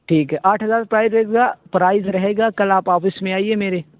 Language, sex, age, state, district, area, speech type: Urdu, male, 18-30, Uttar Pradesh, Siddharthnagar, rural, conversation